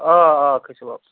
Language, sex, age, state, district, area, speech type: Kashmiri, male, 30-45, Jammu and Kashmir, Srinagar, urban, conversation